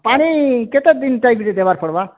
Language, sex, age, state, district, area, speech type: Odia, male, 45-60, Odisha, Kalahandi, rural, conversation